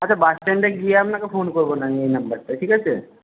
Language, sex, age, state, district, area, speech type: Bengali, male, 60+, West Bengal, Jhargram, rural, conversation